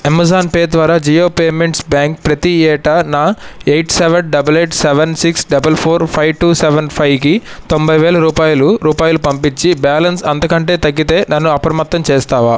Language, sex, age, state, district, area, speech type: Telugu, male, 30-45, Andhra Pradesh, N T Rama Rao, rural, read